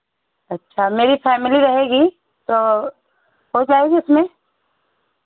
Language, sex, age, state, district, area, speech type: Hindi, female, 30-45, Uttar Pradesh, Chandauli, rural, conversation